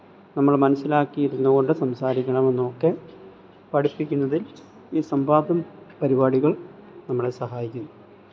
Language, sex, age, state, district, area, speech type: Malayalam, male, 30-45, Kerala, Thiruvananthapuram, rural, spontaneous